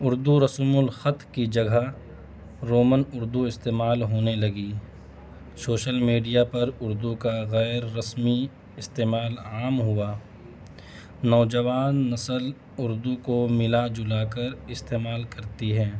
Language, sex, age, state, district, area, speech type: Urdu, male, 30-45, Bihar, Gaya, urban, spontaneous